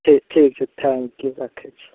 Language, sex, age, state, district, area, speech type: Maithili, male, 18-30, Bihar, Madhepura, rural, conversation